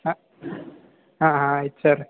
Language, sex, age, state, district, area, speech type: Kannada, male, 45-60, Karnataka, Belgaum, rural, conversation